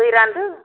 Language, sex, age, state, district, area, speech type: Bodo, female, 30-45, Assam, Kokrajhar, rural, conversation